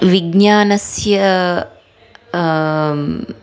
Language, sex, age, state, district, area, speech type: Sanskrit, female, 30-45, Karnataka, Bangalore Urban, urban, spontaneous